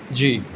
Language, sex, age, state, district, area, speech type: Urdu, male, 45-60, Delhi, South Delhi, urban, spontaneous